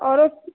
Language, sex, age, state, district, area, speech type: Maithili, female, 30-45, Bihar, Sitamarhi, rural, conversation